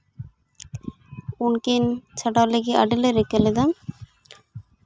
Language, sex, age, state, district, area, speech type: Santali, female, 18-30, West Bengal, Purulia, rural, spontaneous